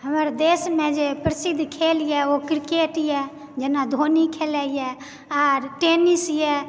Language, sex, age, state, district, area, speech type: Maithili, female, 30-45, Bihar, Supaul, rural, spontaneous